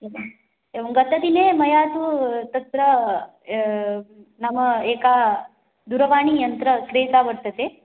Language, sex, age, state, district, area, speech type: Sanskrit, female, 18-30, Odisha, Jagatsinghpur, urban, conversation